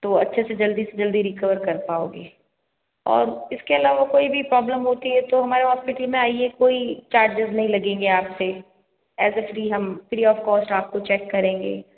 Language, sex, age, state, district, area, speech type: Hindi, female, 60+, Rajasthan, Jodhpur, urban, conversation